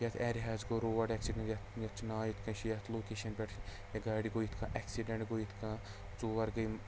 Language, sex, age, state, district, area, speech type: Kashmiri, male, 30-45, Jammu and Kashmir, Anantnag, rural, spontaneous